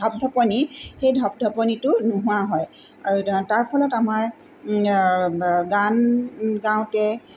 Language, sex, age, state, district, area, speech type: Assamese, female, 45-60, Assam, Tinsukia, rural, spontaneous